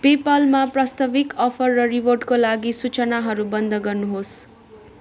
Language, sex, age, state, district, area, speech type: Nepali, female, 45-60, West Bengal, Darjeeling, rural, read